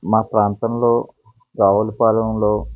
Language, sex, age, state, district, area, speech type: Telugu, male, 45-60, Andhra Pradesh, Eluru, rural, spontaneous